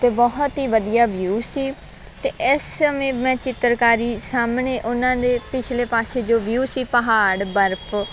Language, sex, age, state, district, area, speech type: Punjabi, female, 18-30, Punjab, Faridkot, rural, spontaneous